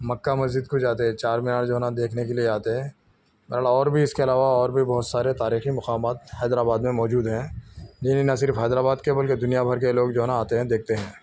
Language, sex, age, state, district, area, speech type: Urdu, male, 45-60, Telangana, Hyderabad, urban, spontaneous